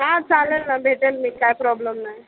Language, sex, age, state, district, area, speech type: Marathi, female, 18-30, Maharashtra, Mumbai Suburban, urban, conversation